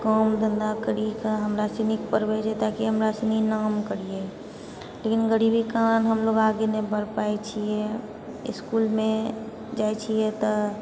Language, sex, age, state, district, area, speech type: Maithili, female, 30-45, Bihar, Purnia, urban, spontaneous